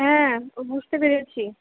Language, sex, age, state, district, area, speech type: Bengali, female, 18-30, West Bengal, Purba Bardhaman, urban, conversation